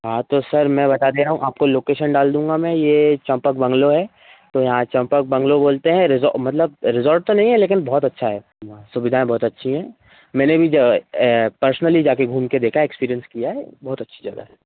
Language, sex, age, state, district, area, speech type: Hindi, male, 18-30, Madhya Pradesh, Seoni, urban, conversation